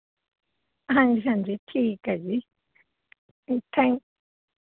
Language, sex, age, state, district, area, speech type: Punjabi, female, 18-30, Punjab, Fazilka, rural, conversation